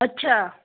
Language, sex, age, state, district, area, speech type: Hindi, female, 60+, Madhya Pradesh, Betul, urban, conversation